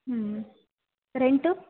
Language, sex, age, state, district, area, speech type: Kannada, female, 18-30, Karnataka, Gadag, rural, conversation